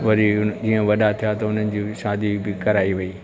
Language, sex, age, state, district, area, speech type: Sindhi, male, 60+, Maharashtra, Thane, urban, spontaneous